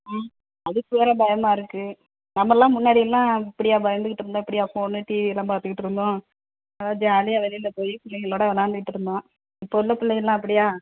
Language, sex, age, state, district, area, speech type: Tamil, female, 30-45, Tamil Nadu, Pudukkottai, urban, conversation